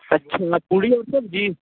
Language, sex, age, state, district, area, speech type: Hindi, male, 18-30, Uttar Pradesh, Sonbhadra, rural, conversation